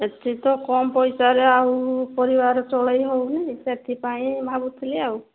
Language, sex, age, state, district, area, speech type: Odia, female, 30-45, Odisha, Sambalpur, rural, conversation